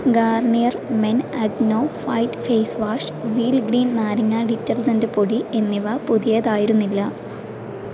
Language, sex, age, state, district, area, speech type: Malayalam, female, 18-30, Kerala, Thrissur, rural, read